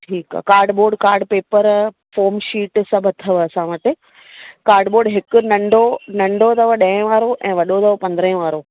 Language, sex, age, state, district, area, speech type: Sindhi, female, 30-45, Maharashtra, Thane, urban, conversation